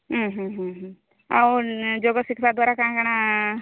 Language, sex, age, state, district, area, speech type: Odia, female, 45-60, Odisha, Sambalpur, rural, conversation